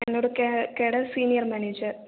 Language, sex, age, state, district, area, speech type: Tamil, female, 30-45, Tamil Nadu, Erode, rural, conversation